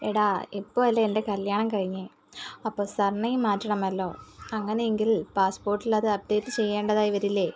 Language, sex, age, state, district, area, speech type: Malayalam, female, 18-30, Kerala, Kollam, rural, spontaneous